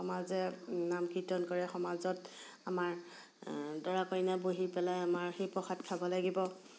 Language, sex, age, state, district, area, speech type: Assamese, female, 30-45, Assam, Biswanath, rural, spontaneous